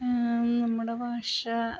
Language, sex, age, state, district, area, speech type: Malayalam, female, 30-45, Kerala, Palakkad, rural, spontaneous